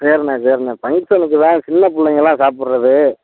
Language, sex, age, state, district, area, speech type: Tamil, male, 60+, Tamil Nadu, Pudukkottai, rural, conversation